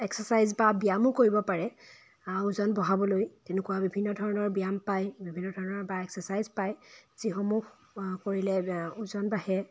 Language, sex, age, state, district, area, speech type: Assamese, female, 18-30, Assam, Dibrugarh, rural, spontaneous